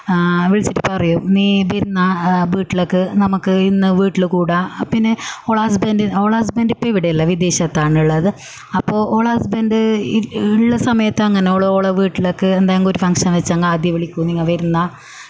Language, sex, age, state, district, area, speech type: Malayalam, female, 18-30, Kerala, Kasaragod, rural, spontaneous